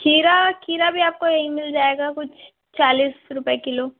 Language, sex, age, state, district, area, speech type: Urdu, female, 30-45, Uttar Pradesh, Lucknow, urban, conversation